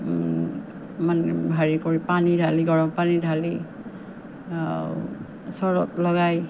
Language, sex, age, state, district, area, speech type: Assamese, female, 30-45, Assam, Morigaon, rural, spontaneous